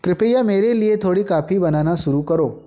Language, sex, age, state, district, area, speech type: Hindi, male, 18-30, Madhya Pradesh, Ujjain, rural, read